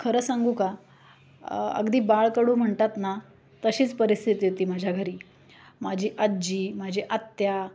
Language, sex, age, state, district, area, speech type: Marathi, female, 30-45, Maharashtra, Nashik, urban, spontaneous